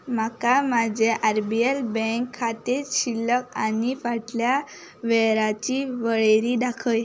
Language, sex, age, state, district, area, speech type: Goan Konkani, female, 18-30, Goa, Ponda, rural, read